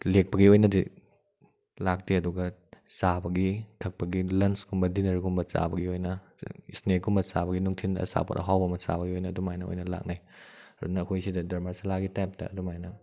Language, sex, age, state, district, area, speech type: Manipuri, male, 18-30, Manipur, Kakching, rural, spontaneous